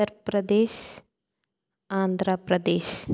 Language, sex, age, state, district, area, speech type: Malayalam, female, 18-30, Kerala, Thiruvananthapuram, rural, spontaneous